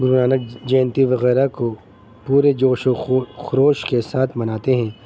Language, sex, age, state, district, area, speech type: Urdu, male, 30-45, Delhi, North East Delhi, urban, spontaneous